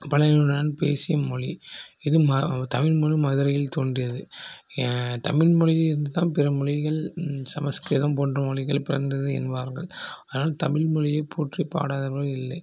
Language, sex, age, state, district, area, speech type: Tamil, male, 18-30, Tamil Nadu, Nagapattinam, rural, spontaneous